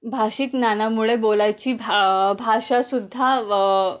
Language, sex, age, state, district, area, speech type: Marathi, female, 18-30, Maharashtra, Amravati, rural, spontaneous